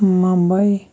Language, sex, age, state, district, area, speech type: Kashmiri, male, 18-30, Jammu and Kashmir, Shopian, rural, spontaneous